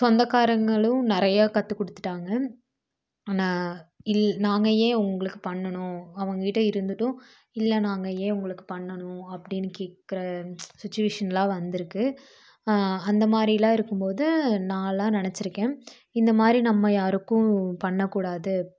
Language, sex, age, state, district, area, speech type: Tamil, female, 18-30, Tamil Nadu, Coimbatore, rural, spontaneous